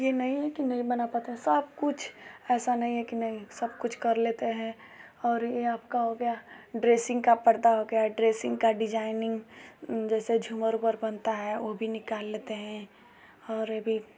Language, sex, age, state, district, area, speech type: Hindi, female, 18-30, Uttar Pradesh, Ghazipur, urban, spontaneous